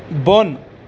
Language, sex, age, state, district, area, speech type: Kashmiri, male, 30-45, Jammu and Kashmir, Baramulla, urban, read